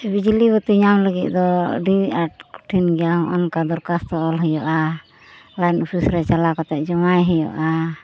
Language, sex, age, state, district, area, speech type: Santali, female, 45-60, West Bengal, Uttar Dinajpur, rural, spontaneous